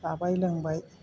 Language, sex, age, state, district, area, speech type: Bodo, female, 60+, Assam, Chirang, rural, spontaneous